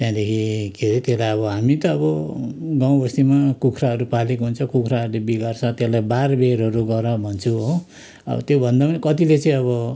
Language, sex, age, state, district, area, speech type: Nepali, male, 60+, West Bengal, Kalimpong, rural, spontaneous